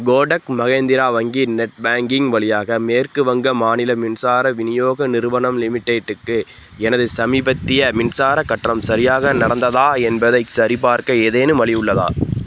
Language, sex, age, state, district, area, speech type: Tamil, male, 18-30, Tamil Nadu, Tenkasi, rural, read